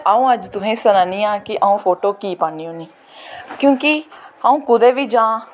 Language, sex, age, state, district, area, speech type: Dogri, female, 18-30, Jammu and Kashmir, Jammu, rural, spontaneous